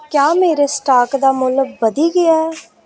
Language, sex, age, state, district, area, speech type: Dogri, female, 18-30, Jammu and Kashmir, Reasi, rural, read